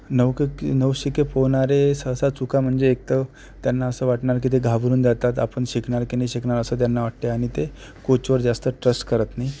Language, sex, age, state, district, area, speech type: Marathi, male, 30-45, Maharashtra, Akola, rural, spontaneous